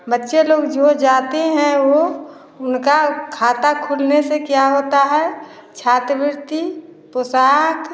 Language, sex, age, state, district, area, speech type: Hindi, female, 60+, Bihar, Samastipur, urban, spontaneous